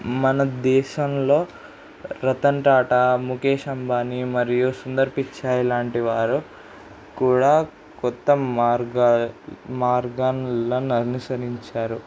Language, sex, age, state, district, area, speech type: Telugu, male, 18-30, Andhra Pradesh, Kurnool, urban, spontaneous